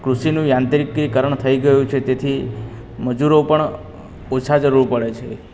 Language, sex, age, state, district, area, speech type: Gujarati, male, 18-30, Gujarat, Valsad, rural, spontaneous